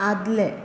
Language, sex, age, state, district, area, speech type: Goan Konkani, female, 45-60, Goa, Bardez, urban, read